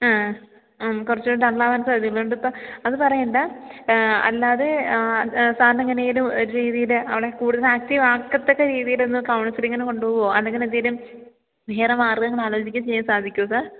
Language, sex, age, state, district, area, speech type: Malayalam, female, 18-30, Kerala, Idukki, rural, conversation